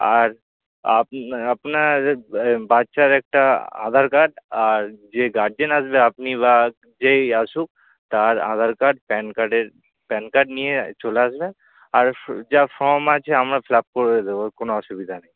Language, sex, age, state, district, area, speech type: Bengali, male, 18-30, West Bengal, Kolkata, urban, conversation